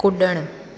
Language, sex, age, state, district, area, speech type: Sindhi, female, 30-45, Gujarat, Junagadh, urban, read